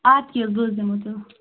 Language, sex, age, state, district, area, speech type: Kashmiri, female, 18-30, Jammu and Kashmir, Baramulla, rural, conversation